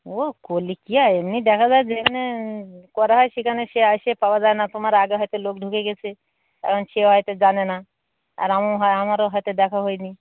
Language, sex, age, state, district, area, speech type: Bengali, female, 60+, West Bengal, Darjeeling, urban, conversation